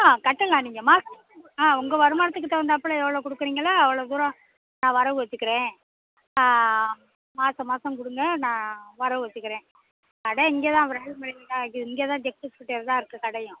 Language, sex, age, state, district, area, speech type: Tamil, female, 60+, Tamil Nadu, Pudukkottai, rural, conversation